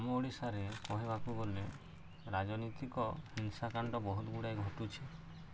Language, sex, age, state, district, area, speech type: Odia, male, 30-45, Odisha, Subarnapur, urban, spontaneous